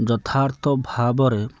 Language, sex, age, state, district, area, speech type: Odia, male, 30-45, Odisha, Kendrapara, urban, read